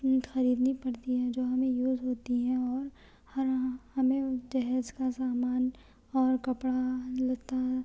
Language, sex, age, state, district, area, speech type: Urdu, female, 18-30, Telangana, Hyderabad, urban, spontaneous